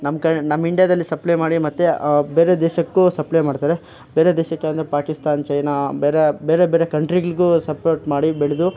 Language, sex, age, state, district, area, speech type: Kannada, male, 18-30, Karnataka, Kolar, rural, spontaneous